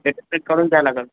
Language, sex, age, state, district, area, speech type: Marathi, male, 18-30, Maharashtra, Akola, rural, conversation